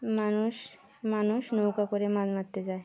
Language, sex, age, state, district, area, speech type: Bengali, female, 30-45, West Bengal, Birbhum, urban, spontaneous